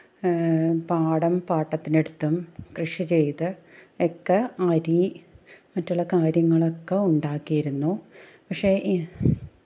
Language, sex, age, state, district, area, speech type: Malayalam, female, 30-45, Kerala, Ernakulam, rural, spontaneous